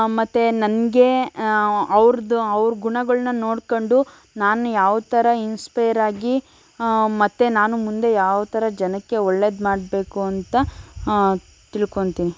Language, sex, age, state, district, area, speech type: Kannada, female, 18-30, Karnataka, Tumkur, urban, spontaneous